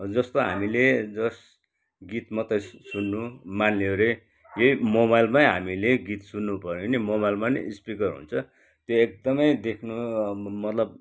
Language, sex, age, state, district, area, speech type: Nepali, male, 60+, West Bengal, Kalimpong, rural, spontaneous